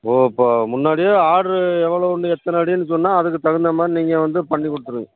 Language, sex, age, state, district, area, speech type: Tamil, male, 60+, Tamil Nadu, Pudukkottai, rural, conversation